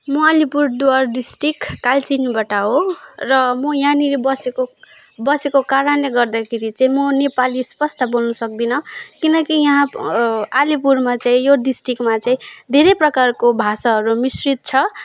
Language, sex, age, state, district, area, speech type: Nepali, female, 18-30, West Bengal, Alipurduar, urban, spontaneous